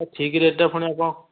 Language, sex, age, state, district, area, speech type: Odia, male, 18-30, Odisha, Kendujhar, urban, conversation